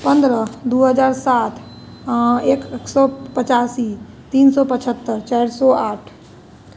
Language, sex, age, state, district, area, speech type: Maithili, female, 30-45, Bihar, Muzaffarpur, urban, spontaneous